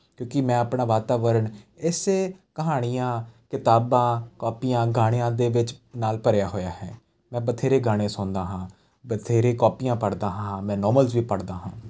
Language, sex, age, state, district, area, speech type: Punjabi, male, 18-30, Punjab, Jalandhar, urban, spontaneous